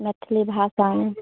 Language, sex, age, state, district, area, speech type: Maithili, female, 30-45, Bihar, Samastipur, urban, conversation